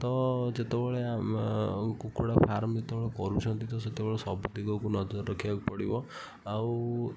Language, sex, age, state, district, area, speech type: Odia, female, 18-30, Odisha, Kendujhar, urban, spontaneous